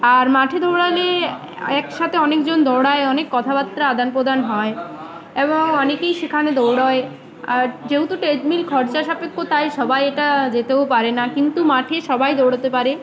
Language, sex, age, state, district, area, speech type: Bengali, female, 18-30, West Bengal, Uttar Dinajpur, urban, spontaneous